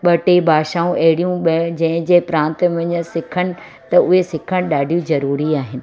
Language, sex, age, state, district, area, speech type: Sindhi, female, 45-60, Gujarat, Surat, urban, spontaneous